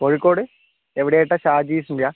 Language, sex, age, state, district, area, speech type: Malayalam, male, 45-60, Kerala, Kozhikode, urban, conversation